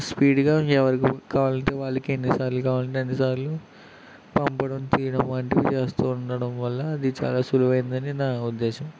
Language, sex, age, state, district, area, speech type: Telugu, male, 18-30, Andhra Pradesh, Konaseema, rural, spontaneous